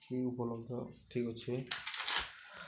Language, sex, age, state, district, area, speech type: Odia, male, 18-30, Odisha, Nuapada, urban, spontaneous